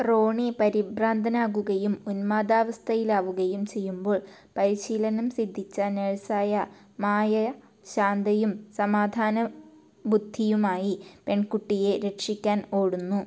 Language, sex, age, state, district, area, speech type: Malayalam, female, 18-30, Kerala, Kasaragod, rural, read